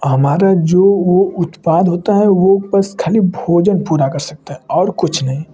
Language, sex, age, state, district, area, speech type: Hindi, male, 18-30, Uttar Pradesh, Varanasi, rural, spontaneous